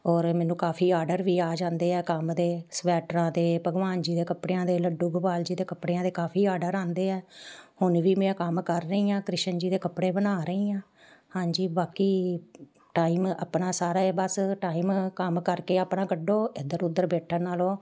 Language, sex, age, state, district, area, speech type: Punjabi, female, 45-60, Punjab, Amritsar, urban, spontaneous